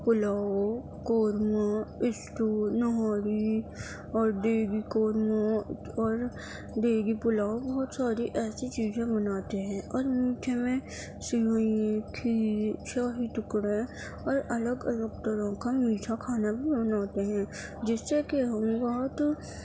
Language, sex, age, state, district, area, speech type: Urdu, female, 45-60, Delhi, Central Delhi, urban, spontaneous